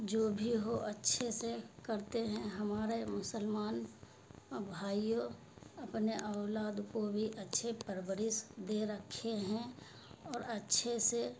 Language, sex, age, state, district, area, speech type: Urdu, female, 60+, Bihar, Khagaria, rural, spontaneous